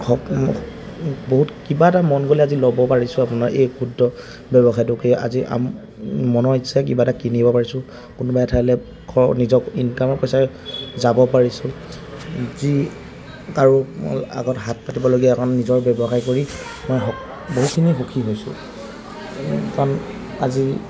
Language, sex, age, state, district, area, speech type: Assamese, male, 18-30, Assam, Lakhimpur, urban, spontaneous